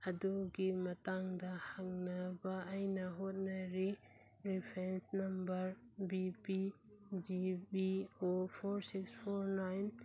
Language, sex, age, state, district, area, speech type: Manipuri, female, 30-45, Manipur, Churachandpur, rural, read